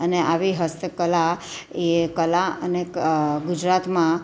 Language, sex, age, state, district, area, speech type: Gujarati, female, 30-45, Gujarat, Surat, urban, spontaneous